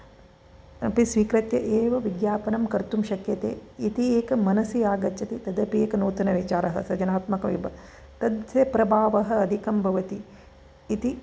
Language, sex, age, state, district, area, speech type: Sanskrit, female, 45-60, Karnataka, Dakshina Kannada, urban, spontaneous